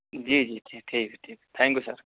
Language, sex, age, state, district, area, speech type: Urdu, male, 18-30, Uttar Pradesh, Siddharthnagar, rural, conversation